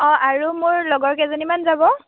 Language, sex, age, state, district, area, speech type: Assamese, female, 18-30, Assam, Sivasagar, urban, conversation